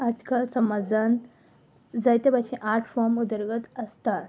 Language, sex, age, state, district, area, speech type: Goan Konkani, female, 18-30, Goa, Salcete, rural, spontaneous